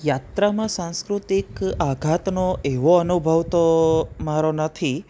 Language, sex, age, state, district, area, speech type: Gujarati, male, 30-45, Gujarat, Anand, urban, spontaneous